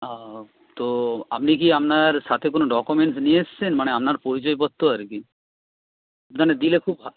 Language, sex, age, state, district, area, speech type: Bengali, male, 30-45, West Bengal, Nadia, urban, conversation